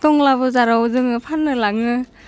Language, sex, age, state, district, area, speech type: Bodo, female, 18-30, Assam, Udalguri, urban, spontaneous